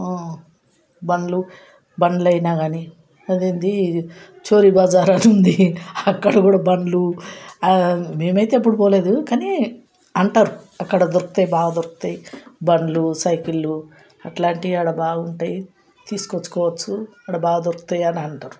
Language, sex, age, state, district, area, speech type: Telugu, female, 60+, Telangana, Hyderabad, urban, spontaneous